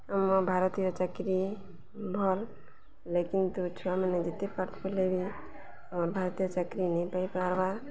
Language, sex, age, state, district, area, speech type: Odia, female, 45-60, Odisha, Balangir, urban, spontaneous